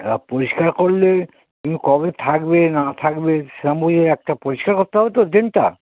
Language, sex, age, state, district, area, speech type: Bengali, male, 60+, West Bengal, Hooghly, rural, conversation